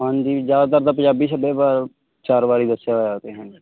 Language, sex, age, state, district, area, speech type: Punjabi, male, 18-30, Punjab, Barnala, rural, conversation